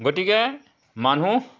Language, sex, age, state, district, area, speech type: Assamese, male, 60+, Assam, Dhemaji, rural, spontaneous